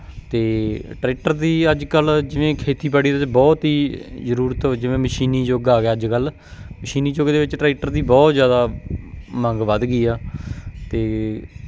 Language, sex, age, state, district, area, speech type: Punjabi, male, 30-45, Punjab, Bathinda, rural, spontaneous